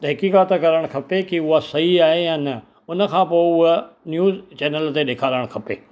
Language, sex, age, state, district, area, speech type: Sindhi, male, 45-60, Maharashtra, Thane, urban, spontaneous